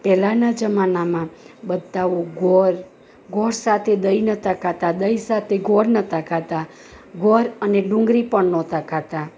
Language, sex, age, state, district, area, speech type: Gujarati, female, 30-45, Gujarat, Rajkot, rural, spontaneous